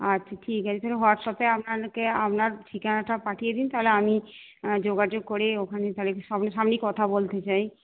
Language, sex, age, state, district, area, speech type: Bengali, female, 45-60, West Bengal, Purba Bardhaman, urban, conversation